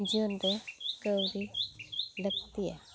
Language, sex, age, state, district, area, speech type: Santali, female, 45-60, West Bengal, Uttar Dinajpur, rural, spontaneous